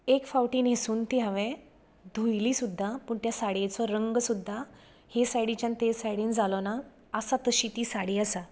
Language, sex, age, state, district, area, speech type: Goan Konkani, female, 30-45, Goa, Canacona, rural, spontaneous